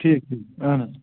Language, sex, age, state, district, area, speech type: Kashmiri, male, 30-45, Jammu and Kashmir, Srinagar, rural, conversation